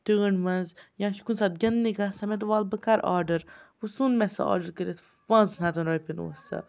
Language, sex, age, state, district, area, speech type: Kashmiri, female, 30-45, Jammu and Kashmir, Baramulla, rural, spontaneous